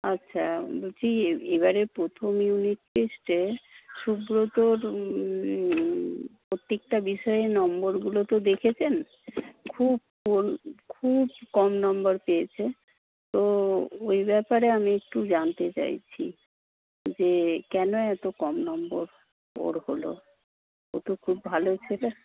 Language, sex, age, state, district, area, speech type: Bengali, female, 60+, West Bengal, Paschim Medinipur, rural, conversation